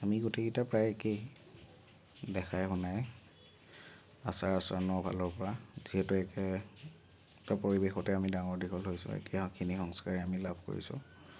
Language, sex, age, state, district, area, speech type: Assamese, male, 30-45, Assam, Kamrup Metropolitan, urban, spontaneous